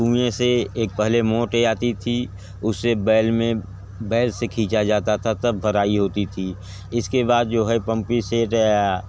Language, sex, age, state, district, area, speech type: Hindi, male, 60+, Uttar Pradesh, Bhadohi, rural, spontaneous